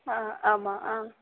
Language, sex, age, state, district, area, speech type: Tamil, female, 60+, Tamil Nadu, Mayiladuthurai, rural, conversation